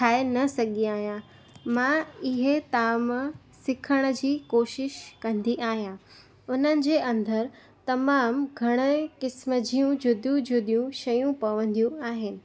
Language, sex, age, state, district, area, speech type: Sindhi, female, 18-30, Gujarat, Junagadh, rural, spontaneous